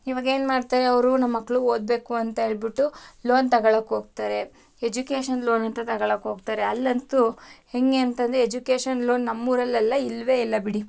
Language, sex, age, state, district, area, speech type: Kannada, female, 18-30, Karnataka, Tumkur, rural, spontaneous